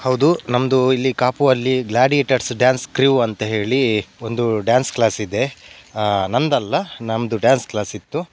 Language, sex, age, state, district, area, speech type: Kannada, male, 30-45, Karnataka, Udupi, rural, spontaneous